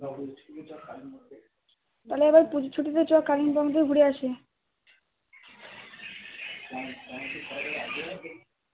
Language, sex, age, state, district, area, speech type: Bengali, female, 18-30, West Bengal, Uttar Dinajpur, urban, conversation